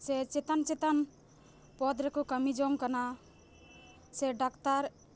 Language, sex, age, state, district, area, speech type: Santali, female, 18-30, West Bengal, Paschim Bardhaman, urban, spontaneous